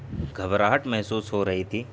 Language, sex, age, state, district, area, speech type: Urdu, male, 18-30, Bihar, Purnia, rural, spontaneous